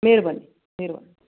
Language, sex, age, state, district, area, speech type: Punjabi, female, 30-45, Punjab, Shaheed Bhagat Singh Nagar, urban, conversation